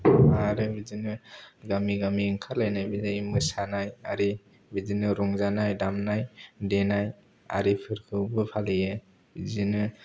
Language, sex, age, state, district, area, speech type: Bodo, male, 18-30, Assam, Kokrajhar, rural, spontaneous